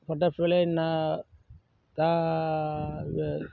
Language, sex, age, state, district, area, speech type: Tamil, male, 30-45, Tamil Nadu, Kallakurichi, rural, spontaneous